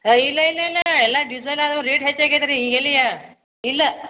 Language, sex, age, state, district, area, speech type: Kannada, female, 60+, Karnataka, Belgaum, rural, conversation